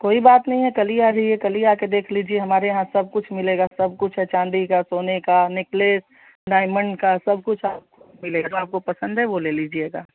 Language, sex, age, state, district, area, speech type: Hindi, female, 30-45, Uttar Pradesh, Chandauli, rural, conversation